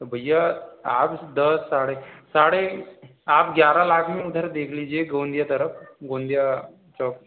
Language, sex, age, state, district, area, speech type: Hindi, male, 18-30, Madhya Pradesh, Balaghat, rural, conversation